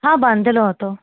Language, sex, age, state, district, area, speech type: Gujarati, female, 18-30, Gujarat, Anand, urban, conversation